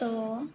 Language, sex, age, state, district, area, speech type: Odia, female, 18-30, Odisha, Subarnapur, urban, spontaneous